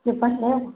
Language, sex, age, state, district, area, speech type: Kannada, female, 60+, Karnataka, Koppal, rural, conversation